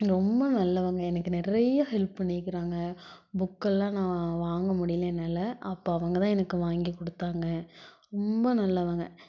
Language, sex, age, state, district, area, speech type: Tamil, female, 18-30, Tamil Nadu, Tiruppur, rural, spontaneous